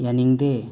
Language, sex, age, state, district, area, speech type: Manipuri, male, 18-30, Manipur, Imphal West, rural, read